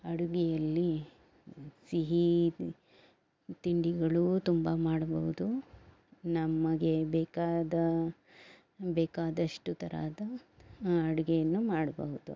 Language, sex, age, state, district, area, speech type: Kannada, female, 60+, Karnataka, Bangalore Urban, rural, spontaneous